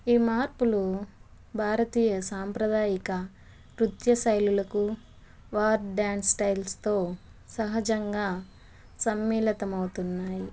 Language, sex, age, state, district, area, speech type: Telugu, female, 30-45, Andhra Pradesh, Chittoor, rural, spontaneous